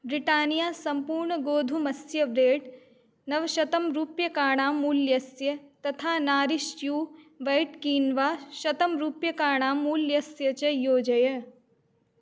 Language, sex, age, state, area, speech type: Sanskrit, female, 18-30, Uttar Pradesh, rural, read